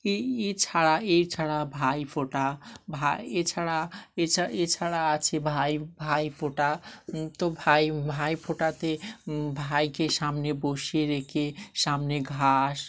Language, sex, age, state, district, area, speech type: Bengali, male, 30-45, West Bengal, Dakshin Dinajpur, urban, spontaneous